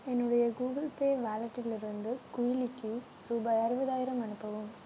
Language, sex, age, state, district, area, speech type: Tamil, female, 18-30, Tamil Nadu, Nagapattinam, rural, read